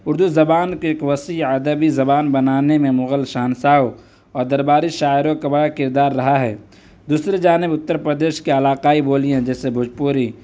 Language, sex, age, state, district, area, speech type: Urdu, male, 18-30, Uttar Pradesh, Saharanpur, urban, spontaneous